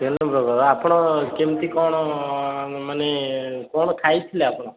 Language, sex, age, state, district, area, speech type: Odia, male, 18-30, Odisha, Puri, urban, conversation